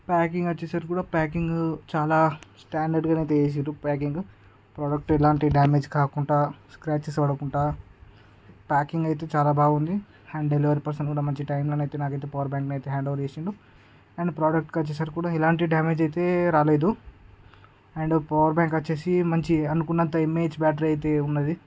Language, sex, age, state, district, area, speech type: Telugu, male, 18-30, Andhra Pradesh, Srikakulam, urban, spontaneous